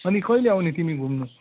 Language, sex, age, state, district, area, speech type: Nepali, male, 45-60, West Bengal, Kalimpong, rural, conversation